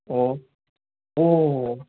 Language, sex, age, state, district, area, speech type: Manipuri, male, 18-30, Manipur, Imphal West, rural, conversation